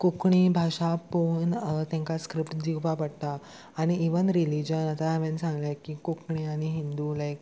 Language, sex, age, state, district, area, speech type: Goan Konkani, male, 18-30, Goa, Salcete, urban, spontaneous